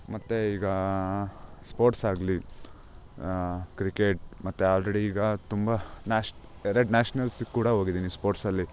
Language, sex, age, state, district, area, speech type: Kannada, male, 18-30, Karnataka, Chikkamagaluru, rural, spontaneous